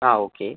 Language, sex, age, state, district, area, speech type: Malayalam, male, 18-30, Kerala, Kozhikode, urban, conversation